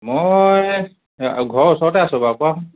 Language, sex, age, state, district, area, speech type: Assamese, male, 30-45, Assam, Lakhimpur, rural, conversation